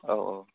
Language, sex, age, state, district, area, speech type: Bodo, male, 18-30, Assam, Udalguri, rural, conversation